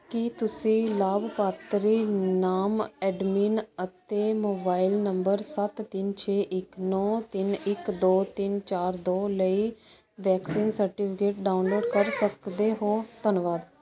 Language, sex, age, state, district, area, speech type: Punjabi, female, 30-45, Punjab, Ludhiana, rural, read